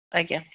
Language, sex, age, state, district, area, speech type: Odia, male, 18-30, Odisha, Dhenkanal, rural, conversation